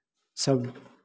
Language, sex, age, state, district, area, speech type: Maithili, male, 45-60, Bihar, Begusarai, rural, spontaneous